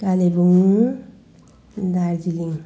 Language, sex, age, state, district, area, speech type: Nepali, female, 60+, West Bengal, Jalpaiguri, rural, spontaneous